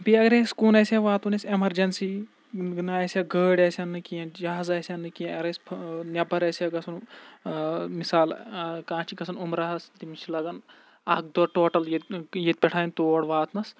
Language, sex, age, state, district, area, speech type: Kashmiri, male, 45-60, Jammu and Kashmir, Kulgam, rural, spontaneous